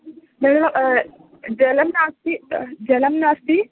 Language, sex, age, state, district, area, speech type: Sanskrit, female, 18-30, Kerala, Thrissur, urban, conversation